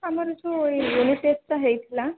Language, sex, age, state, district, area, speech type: Odia, female, 18-30, Odisha, Jajpur, rural, conversation